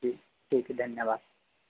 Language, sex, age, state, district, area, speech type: Hindi, male, 30-45, Madhya Pradesh, Harda, urban, conversation